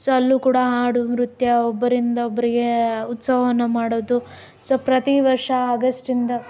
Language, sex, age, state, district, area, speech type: Kannada, female, 18-30, Karnataka, Davanagere, urban, spontaneous